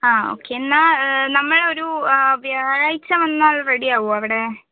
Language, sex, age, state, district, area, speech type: Malayalam, female, 30-45, Kerala, Wayanad, rural, conversation